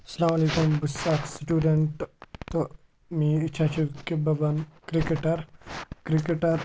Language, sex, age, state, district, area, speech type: Kashmiri, male, 18-30, Jammu and Kashmir, Kupwara, rural, spontaneous